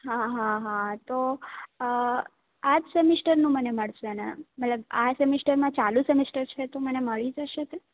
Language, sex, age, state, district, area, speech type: Gujarati, female, 18-30, Gujarat, Valsad, rural, conversation